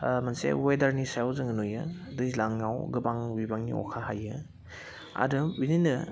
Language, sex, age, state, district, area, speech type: Bodo, male, 30-45, Assam, Udalguri, urban, spontaneous